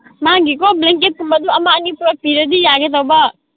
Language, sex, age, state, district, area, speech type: Manipuri, female, 18-30, Manipur, Senapati, rural, conversation